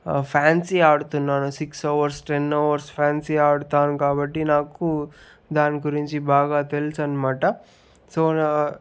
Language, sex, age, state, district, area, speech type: Telugu, male, 30-45, Andhra Pradesh, Sri Balaji, rural, spontaneous